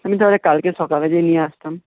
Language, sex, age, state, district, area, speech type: Bengali, male, 18-30, West Bengal, Nadia, rural, conversation